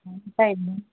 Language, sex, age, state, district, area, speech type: Kannada, female, 30-45, Karnataka, Davanagere, urban, conversation